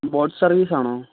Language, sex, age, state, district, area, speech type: Malayalam, male, 18-30, Kerala, Kollam, rural, conversation